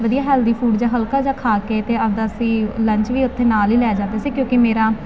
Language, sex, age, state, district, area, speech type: Punjabi, female, 18-30, Punjab, Faridkot, urban, spontaneous